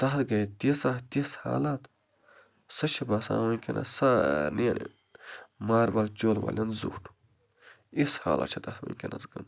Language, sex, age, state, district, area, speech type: Kashmiri, male, 30-45, Jammu and Kashmir, Baramulla, rural, spontaneous